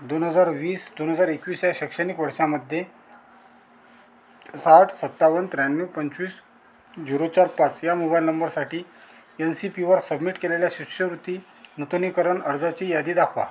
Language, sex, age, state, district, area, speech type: Marathi, male, 30-45, Maharashtra, Amravati, rural, read